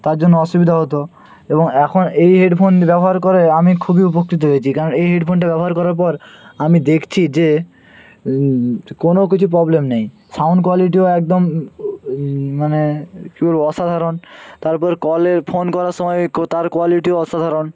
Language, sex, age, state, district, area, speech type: Bengali, male, 45-60, West Bengal, Jhargram, rural, spontaneous